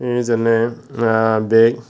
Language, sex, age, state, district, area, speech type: Assamese, male, 18-30, Assam, Morigaon, rural, spontaneous